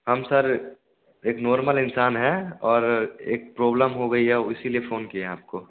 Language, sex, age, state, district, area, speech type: Hindi, male, 18-30, Bihar, Samastipur, rural, conversation